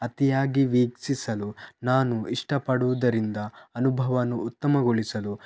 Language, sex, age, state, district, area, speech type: Kannada, male, 18-30, Karnataka, Chitradurga, rural, spontaneous